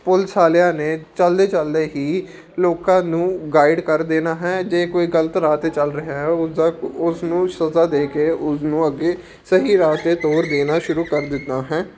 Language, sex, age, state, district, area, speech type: Punjabi, male, 18-30, Punjab, Patiala, urban, spontaneous